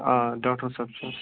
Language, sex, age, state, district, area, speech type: Kashmiri, male, 45-60, Jammu and Kashmir, Budgam, rural, conversation